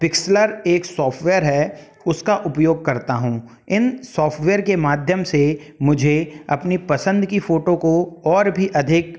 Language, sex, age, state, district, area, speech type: Hindi, male, 30-45, Madhya Pradesh, Jabalpur, urban, spontaneous